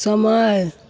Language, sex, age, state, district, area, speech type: Hindi, female, 60+, Bihar, Begusarai, urban, read